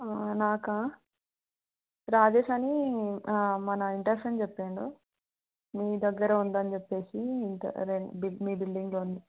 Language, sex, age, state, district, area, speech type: Telugu, female, 18-30, Telangana, Hyderabad, urban, conversation